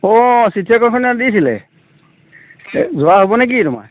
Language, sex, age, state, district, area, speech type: Assamese, male, 45-60, Assam, Jorhat, urban, conversation